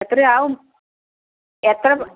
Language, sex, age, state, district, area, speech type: Malayalam, female, 60+, Kerala, Wayanad, rural, conversation